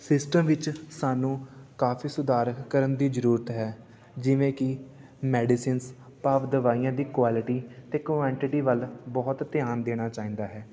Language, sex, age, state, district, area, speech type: Punjabi, male, 18-30, Punjab, Fatehgarh Sahib, rural, spontaneous